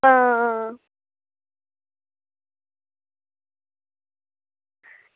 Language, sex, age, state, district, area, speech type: Dogri, female, 18-30, Jammu and Kashmir, Udhampur, rural, conversation